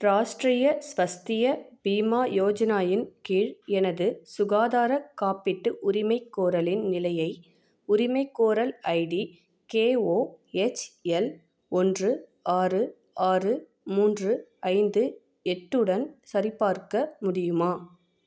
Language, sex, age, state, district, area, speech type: Tamil, female, 18-30, Tamil Nadu, Vellore, urban, read